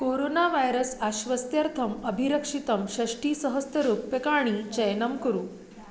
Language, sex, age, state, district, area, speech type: Sanskrit, female, 30-45, Maharashtra, Nagpur, urban, read